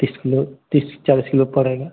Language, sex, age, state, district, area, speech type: Hindi, male, 30-45, Uttar Pradesh, Ghazipur, rural, conversation